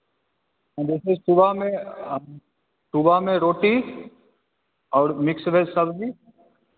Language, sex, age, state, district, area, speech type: Hindi, male, 18-30, Bihar, Begusarai, rural, conversation